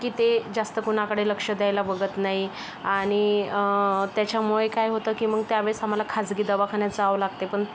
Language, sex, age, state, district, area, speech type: Marathi, female, 45-60, Maharashtra, Yavatmal, rural, spontaneous